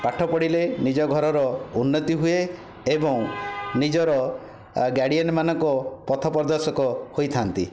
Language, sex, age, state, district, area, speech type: Odia, male, 60+, Odisha, Khordha, rural, spontaneous